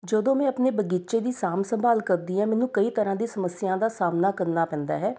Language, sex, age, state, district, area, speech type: Punjabi, female, 30-45, Punjab, Rupnagar, urban, spontaneous